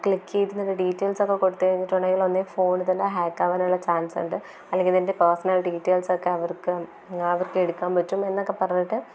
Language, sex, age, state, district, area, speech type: Malayalam, female, 18-30, Kerala, Thiruvananthapuram, rural, spontaneous